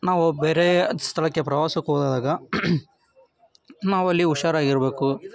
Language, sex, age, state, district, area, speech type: Kannada, male, 18-30, Karnataka, Koppal, rural, spontaneous